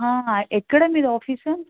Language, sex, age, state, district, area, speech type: Telugu, female, 18-30, Telangana, Ranga Reddy, urban, conversation